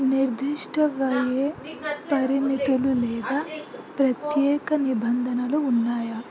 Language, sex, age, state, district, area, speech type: Telugu, female, 18-30, Andhra Pradesh, Anantapur, urban, spontaneous